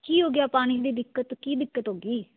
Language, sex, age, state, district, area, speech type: Punjabi, female, 18-30, Punjab, Fazilka, rural, conversation